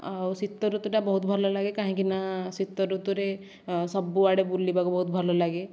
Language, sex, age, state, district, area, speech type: Odia, female, 18-30, Odisha, Nayagarh, rural, spontaneous